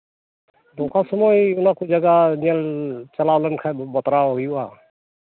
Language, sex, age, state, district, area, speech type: Santali, male, 45-60, West Bengal, Malda, rural, conversation